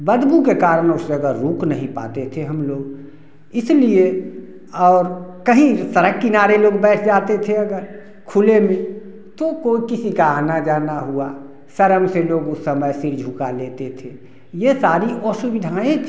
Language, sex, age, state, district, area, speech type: Hindi, male, 60+, Bihar, Samastipur, rural, spontaneous